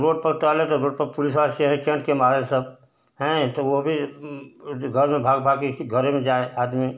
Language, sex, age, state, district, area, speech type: Hindi, male, 60+, Uttar Pradesh, Ghazipur, rural, spontaneous